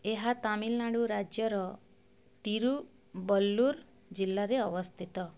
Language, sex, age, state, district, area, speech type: Odia, female, 30-45, Odisha, Bargarh, urban, read